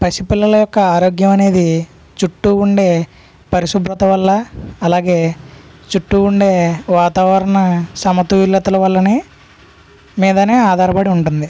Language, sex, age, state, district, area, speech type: Telugu, male, 60+, Andhra Pradesh, East Godavari, rural, spontaneous